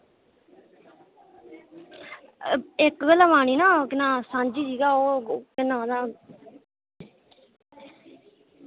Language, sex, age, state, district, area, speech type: Dogri, female, 18-30, Jammu and Kashmir, Reasi, rural, conversation